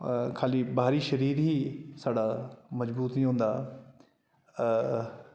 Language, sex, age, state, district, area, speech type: Dogri, male, 30-45, Jammu and Kashmir, Udhampur, rural, spontaneous